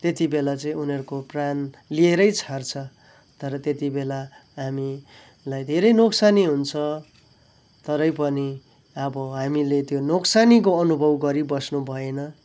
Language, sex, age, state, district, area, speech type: Nepali, male, 45-60, West Bengal, Kalimpong, rural, spontaneous